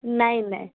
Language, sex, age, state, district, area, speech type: Marathi, female, 18-30, Maharashtra, Amravati, urban, conversation